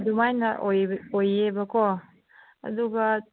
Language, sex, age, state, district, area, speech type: Manipuri, female, 18-30, Manipur, Kangpokpi, urban, conversation